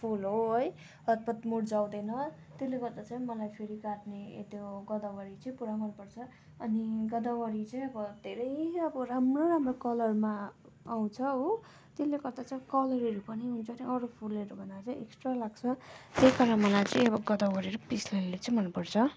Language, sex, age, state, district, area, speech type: Nepali, female, 18-30, West Bengal, Darjeeling, rural, spontaneous